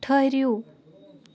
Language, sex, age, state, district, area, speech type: Kashmiri, female, 18-30, Jammu and Kashmir, Baramulla, rural, read